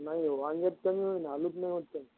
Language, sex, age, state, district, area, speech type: Marathi, male, 45-60, Maharashtra, Amravati, urban, conversation